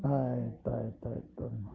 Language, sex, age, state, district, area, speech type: Kannada, male, 45-60, Karnataka, Bidar, urban, spontaneous